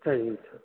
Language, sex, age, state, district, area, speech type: Tamil, male, 18-30, Tamil Nadu, Nilgiris, rural, conversation